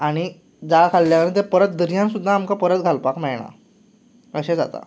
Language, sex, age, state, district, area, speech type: Goan Konkani, male, 18-30, Goa, Canacona, rural, spontaneous